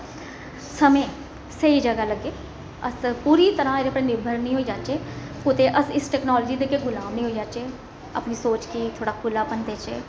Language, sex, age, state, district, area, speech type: Dogri, female, 30-45, Jammu and Kashmir, Jammu, urban, spontaneous